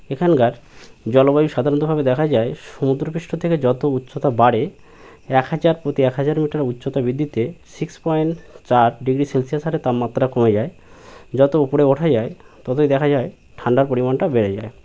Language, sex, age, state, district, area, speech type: Bengali, male, 18-30, West Bengal, Birbhum, urban, spontaneous